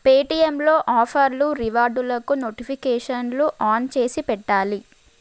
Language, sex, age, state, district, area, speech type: Telugu, female, 18-30, Telangana, Mahbubnagar, urban, read